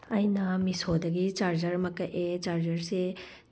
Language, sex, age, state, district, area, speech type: Manipuri, female, 30-45, Manipur, Tengnoupal, rural, spontaneous